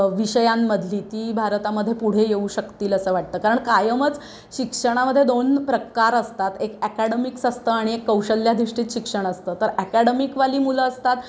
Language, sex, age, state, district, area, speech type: Marathi, female, 30-45, Maharashtra, Sangli, urban, spontaneous